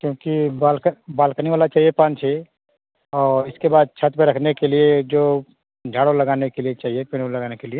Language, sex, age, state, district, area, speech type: Hindi, male, 30-45, Uttar Pradesh, Chandauli, rural, conversation